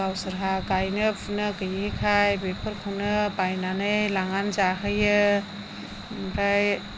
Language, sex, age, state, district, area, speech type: Bodo, female, 45-60, Assam, Chirang, rural, spontaneous